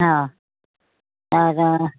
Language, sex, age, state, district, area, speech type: Marathi, female, 45-60, Maharashtra, Nagpur, urban, conversation